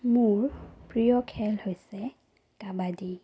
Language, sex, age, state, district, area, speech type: Assamese, female, 30-45, Assam, Sonitpur, rural, spontaneous